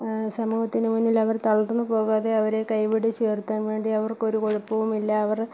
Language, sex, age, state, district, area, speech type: Malayalam, female, 30-45, Kerala, Kollam, rural, spontaneous